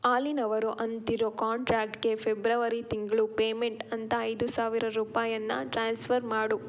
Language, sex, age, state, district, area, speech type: Kannada, female, 18-30, Karnataka, Tumkur, rural, read